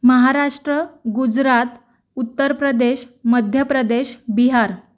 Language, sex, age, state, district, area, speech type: Marathi, female, 18-30, Maharashtra, Raigad, rural, spontaneous